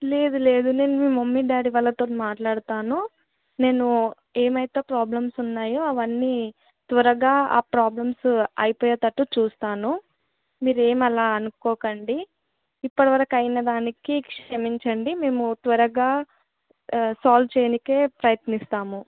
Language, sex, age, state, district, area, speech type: Telugu, female, 18-30, Telangana, Medak, urban, conversation